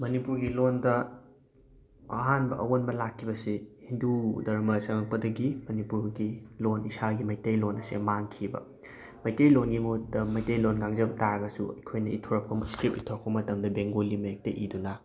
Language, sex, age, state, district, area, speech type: Manipuri, male, 18-30, Manipur, Thoubal, rural, spontaneous